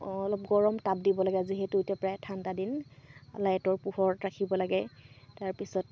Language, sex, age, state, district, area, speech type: Assamese, female, 18-30, Assam, Sivasagar, rural, spontaneous